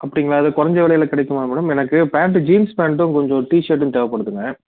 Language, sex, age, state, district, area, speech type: Tamil, male, 30-45, Tamil Nadu, Salem, urban, conversation